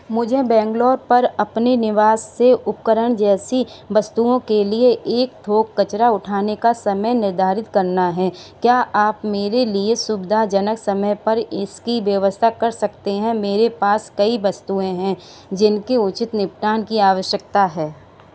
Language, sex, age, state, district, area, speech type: Hindi, female, 45-60, Uttar Pradesh, Sitapur, rural, read